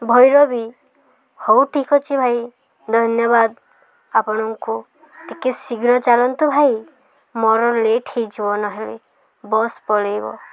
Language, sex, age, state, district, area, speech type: Odia, female, 18-30, Odisha, Malkangiri, urban, spontaneous